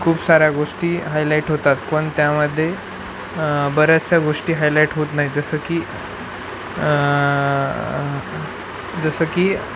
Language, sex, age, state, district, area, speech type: Marathi, male, 18-30, Maharashtra, Nanded, urban, spontaneous